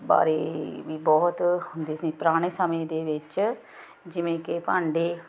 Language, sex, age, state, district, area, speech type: Punjabi, female, 30-45, Punjab, Ludhiana, urban, spontaneous